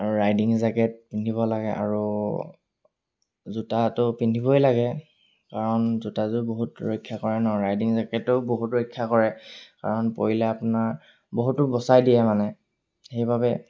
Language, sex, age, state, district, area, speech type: Assamese, male, 18-30, Assam, Sivasagar, rural, spontaneous